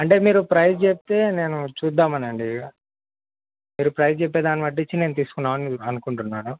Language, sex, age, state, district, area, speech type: Telugu, male, 18-30, Telangana, Yadadri Bhuvanagiri, urban, conversation